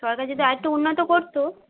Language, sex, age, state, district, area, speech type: Bengali, female, 45-60, West Bengal, Jhargram, rural, conversation